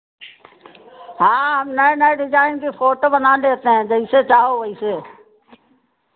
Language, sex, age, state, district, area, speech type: Hindi, female, 60+, Uttar Pradesh, Sitapur, rural, conversation